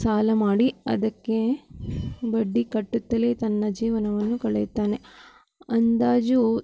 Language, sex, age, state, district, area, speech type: Kannada, female, 30-45, Karnataka, Bangalore Urban, rural, spontaneous